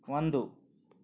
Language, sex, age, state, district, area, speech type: Kannada, male, 45-60, Karnataka, Bangalore Urban, urban, read